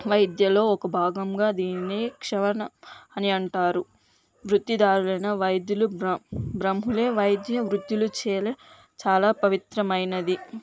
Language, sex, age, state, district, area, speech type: Telugu, female, 18-30, Andhra Pradesh, Sri Balaji, rural, spontaneous